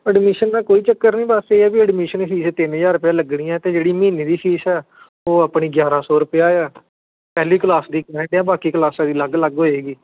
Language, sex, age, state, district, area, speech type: Punjabi, male, 18-30, Punjab, Gurdaspur, rural, conversation